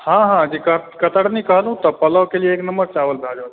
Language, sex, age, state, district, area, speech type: Maithili, male, 18-30, Bihar, Supaul, rural, conversation